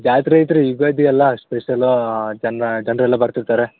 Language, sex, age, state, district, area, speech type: Kannada, male, 18-30, Karnataka, Bellary, rural, conversation